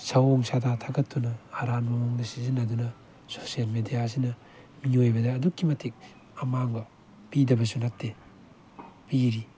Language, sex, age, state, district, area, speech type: Manipuri, male, 18-30, Manipur, Tengnoupal, rural, spontaneous